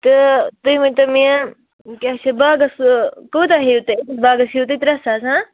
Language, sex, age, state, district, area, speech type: Kashmiri, female, 30-45, Jammu and Kashmir, Anantnag, rural, conversation